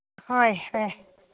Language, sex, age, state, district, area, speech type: Manipuri, female, 60+, Manipur, Ukhrul, rural, conversation